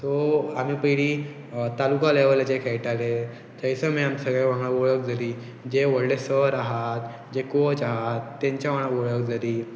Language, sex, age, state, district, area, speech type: Goan Konkani, male, 18-30, Goa, Pernem, rural, spontaneous